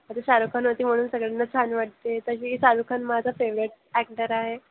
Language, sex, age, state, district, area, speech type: Marathi, female, 18-30, Maharashtra, Nagpur, urban, conversation